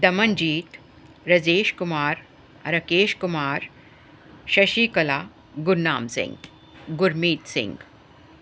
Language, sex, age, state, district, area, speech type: Punjabi, female, 45-60, Punjab, Ludhiana, urban, spontaneous